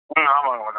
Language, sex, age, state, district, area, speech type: Tamil, male, 30-45, Tamil Nadu, Perambalur, rural, conversation